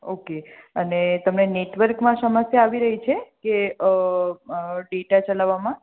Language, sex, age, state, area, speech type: Gujarati, female, 30-45, Gujarat, urban, conversation